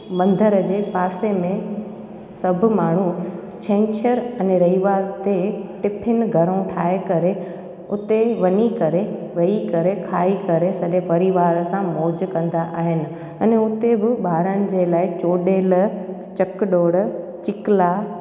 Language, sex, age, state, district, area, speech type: Sindhi, female, 18-30, Gujarat, Junagadh, urban, spontaneous